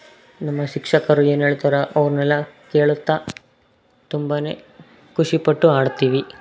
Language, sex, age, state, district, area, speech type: Kannada, male, 18-30, Karnataka, Davanagere, rural, spontaneous